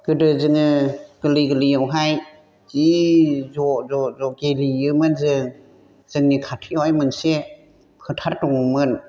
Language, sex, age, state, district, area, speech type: Bodo, female, 60+, Assam, Chirang, rural, spontaneous